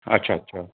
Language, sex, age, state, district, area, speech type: Sindhi, male, 45-60, Uttar Pradesh, Lucknow, urban, conversation